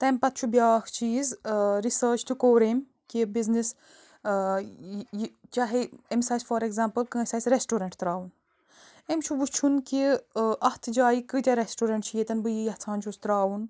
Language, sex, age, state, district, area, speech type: Kashmiri, female, 30-45, Jammu and Kashmir, Bandipora, rural, spontaneous